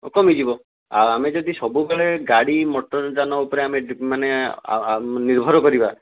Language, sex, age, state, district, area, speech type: Odia, male, 18-30, Odisha, Jajpur, rural, conversation